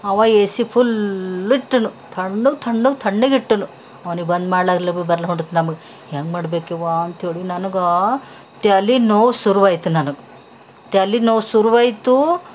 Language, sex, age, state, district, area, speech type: Kannada, female, 60+, Karnataka, Bidar, urban, spontaneous